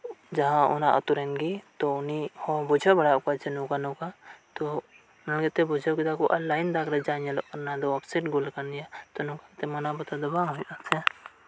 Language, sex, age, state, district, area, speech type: Santali, male, 18-30, West Bengal, Birbhum, rural, spontaneous